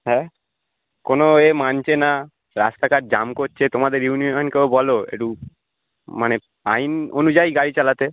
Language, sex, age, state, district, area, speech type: Bengali, male, 18-30, West Bengal, North 24 Parganas, urban, conversation